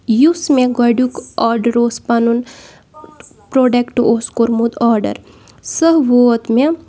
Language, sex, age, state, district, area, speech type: Kashmiri, female, 30-45, Jammu and Kashmir, Bandipora, rural, spontaneous